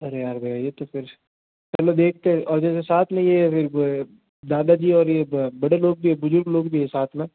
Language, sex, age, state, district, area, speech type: Hindi, male, 60+, Rajasthan, Jodhpur, urban, conversation